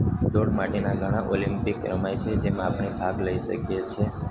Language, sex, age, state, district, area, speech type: Gujarati, male, 18-30, Gujarat, Narmada, urban, spontaneous